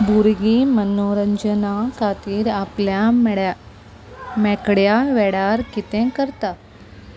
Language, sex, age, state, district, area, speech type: Goan Konkani, female, 30-45, Goa, Salcete, rural, spontaneous